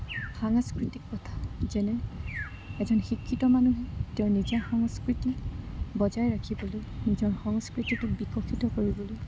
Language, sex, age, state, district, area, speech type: Assamese, female, 30-45, Assam, Morigaon, rural, spontaneous